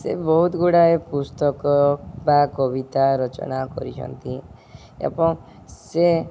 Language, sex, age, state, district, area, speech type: Odia, male, 18-30, Odisha, Subarnapur, urban, spontaneous